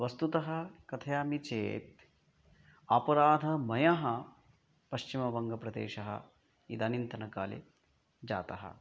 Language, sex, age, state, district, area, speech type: Sanskrit, male, 30-45, West Bengal, Murshidabad, urban, spontaneous